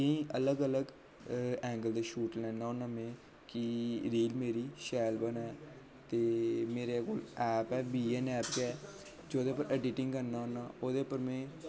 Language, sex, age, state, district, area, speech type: Dogri, male, 18-30, Jammu and Kashmir, Jammu, urban, spontaneous